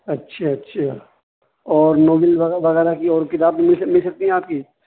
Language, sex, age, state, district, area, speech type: Urdu, male, 18-30, Uttar Pradesh, Saharanpur, urban, conversation